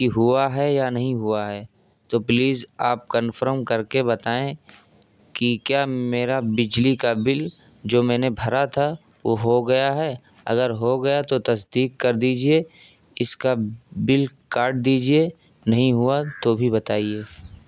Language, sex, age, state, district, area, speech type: Urdu, male, 18-30, Uttar Pradesh, Siddharthnagar, rural, spontaneous